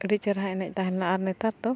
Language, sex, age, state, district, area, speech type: Santali, female, 18-30, Jharkhand, Bokaro, rural, spontaneous